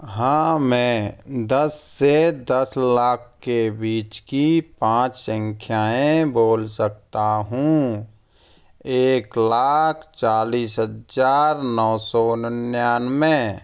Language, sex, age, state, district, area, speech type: Hindi, male, 18-30, Rajasthan, Karauli, rural, spontaneous